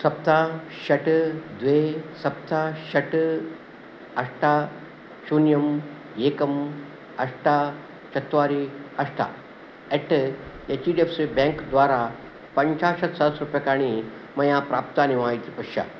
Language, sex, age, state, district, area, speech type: Sanskrit, male, 60+, Karnataka, Udupi, rural, read